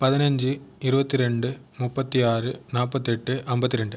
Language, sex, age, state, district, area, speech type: Tamil, male, 18-30, Tamil Nadu, Viluppuram, urban, spontaneous